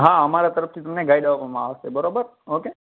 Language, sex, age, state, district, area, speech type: Gujarati, male, 18-30, Gujarat, Kutch, urban, conversation